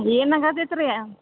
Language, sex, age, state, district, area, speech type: Kannada, female, 60+, Karnataka, Belgaum, rural, conversation